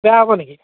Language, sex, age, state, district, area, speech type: Assamese, male, 30-45, Assam, Lakhimpur, rural, conversation